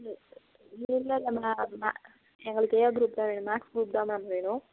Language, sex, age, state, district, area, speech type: Tamil, female, 30-45, Tamil Nadu, Viluppuram, rural, conversation